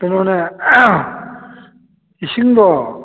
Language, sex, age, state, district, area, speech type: Manipuri, male, 60+, Manipur, Kakching, rural, conversation